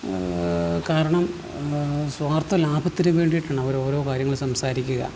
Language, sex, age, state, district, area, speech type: Malayalam, male, 30-45, Kerala, Alappuzha, rural, spontaneous